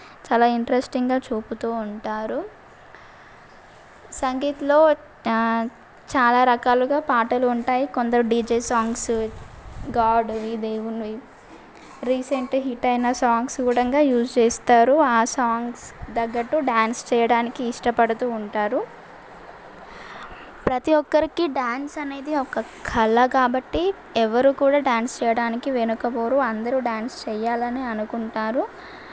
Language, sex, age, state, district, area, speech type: Telugu, female, 18-30, Telangana, Mahbubnagar, urban, spontaneous